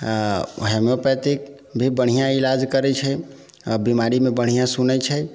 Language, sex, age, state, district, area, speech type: Maithili, male, 45-60, Bihar, Sitamarhi, rural, spontaneous